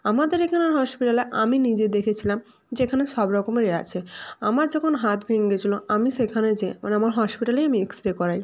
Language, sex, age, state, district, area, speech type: Bengali, female, 18-30, West Bengal, Jalpaiguri, rural, spontaneous